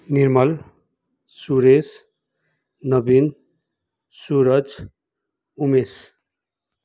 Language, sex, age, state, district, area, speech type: Nepali, male, 45-60, West Bengal, Kalimpong, rural, spontaneous